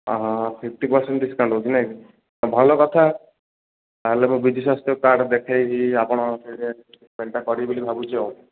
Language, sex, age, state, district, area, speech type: Odia, male, 18-30, Odisha, Ganjam, urban, conversation